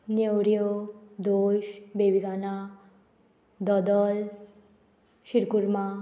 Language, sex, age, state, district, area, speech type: Goan Konkani, female, 18-30, Goa, Murmgao, rural, spontaneous